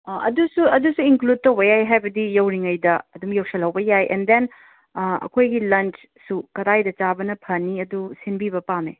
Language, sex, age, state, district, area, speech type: Manipuri, female, 30-45, Manipur, Imphal West, urban, conversation